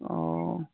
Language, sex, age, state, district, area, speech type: Assamese, female, 60+, Assam, Golaghat, rural, conversation